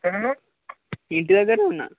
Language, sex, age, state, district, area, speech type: Telugu, male, 18-30, Telangana, Peddapalli, rural, conversation